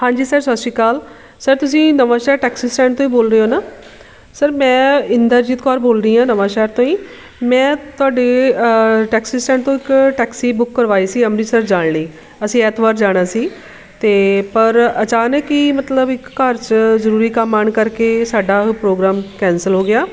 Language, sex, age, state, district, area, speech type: Punjabi, female, 45-60, Punjab, Shaheed Bhagat Singh Nagar, urban, spontaneous